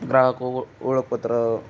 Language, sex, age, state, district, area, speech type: Marathi, male, 18-30, Maharashtra, Ratnagiri, rural, spontaneous